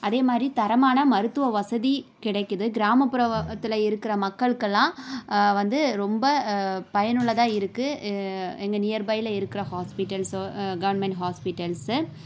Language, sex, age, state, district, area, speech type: Tamil, female, 18-30, Tamil Nadu, Sivaganga, rural, spontaneous